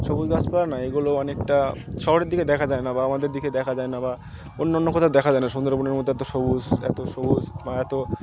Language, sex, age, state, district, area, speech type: Bengali, male, 18-30, West Bengal, Birbhum, urban, spontaneous